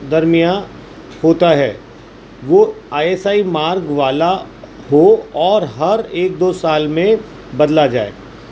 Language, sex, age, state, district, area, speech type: Urdu, male, 45-60, Uttar Pradesh, Gautam Buddha Nagar, urban, spontaneous